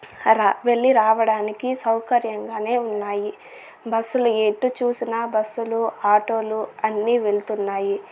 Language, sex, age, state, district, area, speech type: Telugu, female, 18-30, Andhra Pradesh, Chittoor, urban, spontaneous